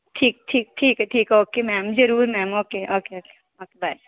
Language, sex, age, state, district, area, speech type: Punjabi, female, 30-45, Punjab, Pathankot, rural, conversation